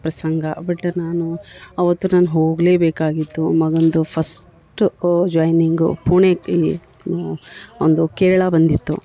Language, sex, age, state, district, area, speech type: Kannada, female, 60+, Karnataka, Dharwad, rural, spontaneous